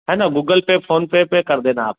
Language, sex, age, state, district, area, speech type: Hindi, male, 30-45, Madhya Pradesh, Ujjain, rural, conversation